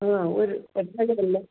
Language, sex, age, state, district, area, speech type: Malayalam, female, 45-60, Kerala, Thiruvananthapuram, rural, conversation